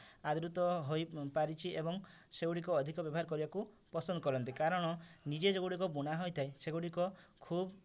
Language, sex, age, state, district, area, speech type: Odia, male, 30-45, Odisha, Mayurbhanj, rural, spontaneous